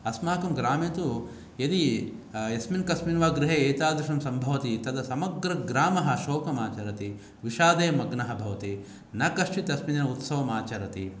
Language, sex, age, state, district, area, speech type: Sanskrit, male, 45-60, Karnataka, Bangalore Urban, urban, spontaneous